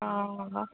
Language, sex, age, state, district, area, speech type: Assamese, female, 45-60, Assam, Tinsukia, rural, conversation